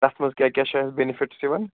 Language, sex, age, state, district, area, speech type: Kashmiri, male, 18-30, Jammu and Kashmir, Srinagar, urban, conversation